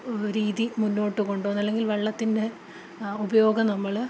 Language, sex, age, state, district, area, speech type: Malayalam, female, 30-45, Kerala, Palakkad, rural, spontaneous